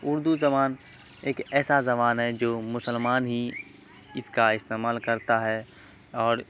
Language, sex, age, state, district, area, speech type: Urdu, male, 18-30, Bihar, Madhubani, rural, spontaneous